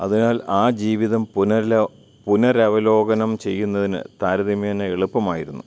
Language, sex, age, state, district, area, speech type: Malayalam, male, 45-60, Kerala, Kottayam, urban, read